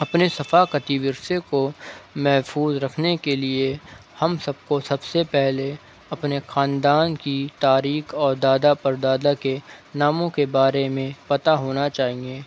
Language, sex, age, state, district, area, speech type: Urdu, male, 18-30, Uttar Pradesh, Shahjahanpur, rural, spontaneous